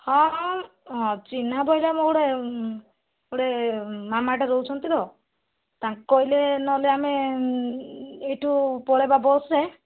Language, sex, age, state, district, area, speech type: Odia, female, 45-60, Odisha, Kandhamal, rural, conversation